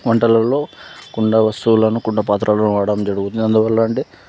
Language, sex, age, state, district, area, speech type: Telugu, male, 18-30, Telangana, Sangareddy, urban, spontaneous